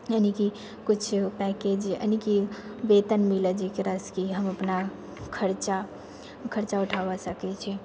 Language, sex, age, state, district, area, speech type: Maithili, female, 18-30, Bihar, Purnia, rural, spontaneous